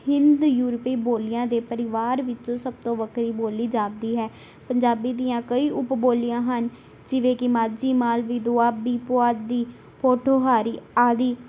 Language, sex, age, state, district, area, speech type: Punjabi, female, 18-30, Punjab, Tarn Taran, urban, spontaneous